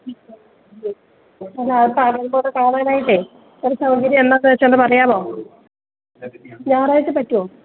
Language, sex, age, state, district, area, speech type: Malayalam, female, 30-45, Kerala, Idukki, rural, conversation